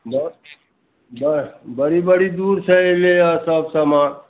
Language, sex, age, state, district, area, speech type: Maithili, male, 60+, Bihar, Madhepura, rural, conversation